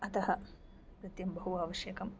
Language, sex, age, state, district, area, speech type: Sanskrit, female, 45-60, Karnataka, Bangalore Urban, urban, spontaneous